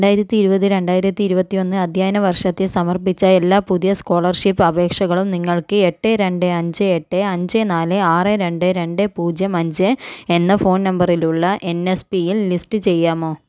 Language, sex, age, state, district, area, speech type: Malayalam, female, 45-60, Kerala, Kozhikode, urban, read